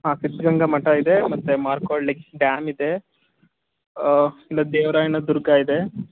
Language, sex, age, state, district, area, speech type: Kannada, male, 45-60, Karnataka, Tumkur, rural, conversation